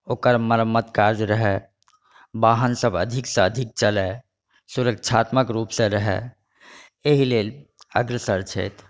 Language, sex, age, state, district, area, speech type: Maithili, male, 45-60, Bihar, Saharsa, rural, spontaneous